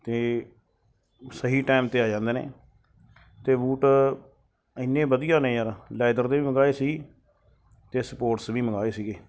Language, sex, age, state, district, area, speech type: Punjabi, male, 30-45, Punjab, Mansa, urban, spontaneous